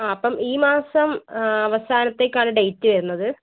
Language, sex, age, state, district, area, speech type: Malayalam, female, 18-30, Kerala, Wayanad, rural, conversation